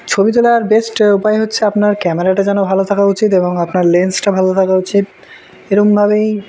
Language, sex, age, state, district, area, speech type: Bengali, male, 18-30, West Bengal, Murshidabad, urban, spontaneous